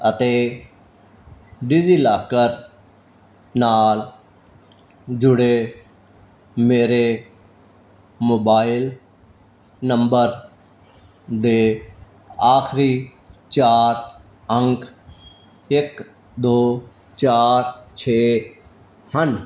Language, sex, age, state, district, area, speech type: Punjabi, male, 60+, Punjab, Fazilka, rural, read